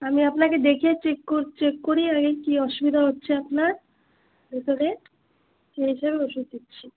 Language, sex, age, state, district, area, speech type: Bengali, female, 18-30, West Bengal, Alipurduar, rural, conversation